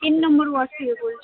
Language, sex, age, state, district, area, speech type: Bengali, female, 45-60, West Bengal, Birbhum, urban, conversation